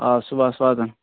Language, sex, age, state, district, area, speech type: Kashmiri, male, 30-45, Jammu and Kashmir, Budgam, rural, conversation